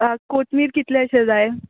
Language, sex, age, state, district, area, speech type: Goan Konkani, female, 18-30, Goa, Quepem, rural, conversation